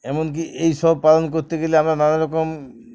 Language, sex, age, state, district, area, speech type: Bengali, male, 45-60, West Bengal, Uttar Dinajpur, urban, spontaneous